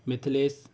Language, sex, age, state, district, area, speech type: Hindi, male, 18-30, Madhya Pradesh, Bhopal, urban, spontaneous